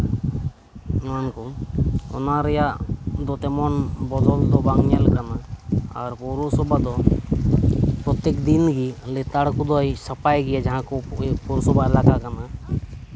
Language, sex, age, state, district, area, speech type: Santali, male, 30-45, West Bengal, Birbhum, rural, spontaneous